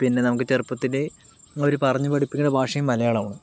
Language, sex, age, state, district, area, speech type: Malayalam, male, 30-45, Kerala, Palakkad, rural, spontaneous